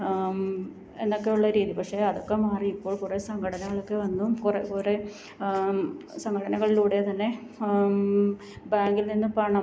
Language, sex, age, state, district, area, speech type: Malayalam, female, 30-45, Kerala, Alappuzha, rural, spontaneous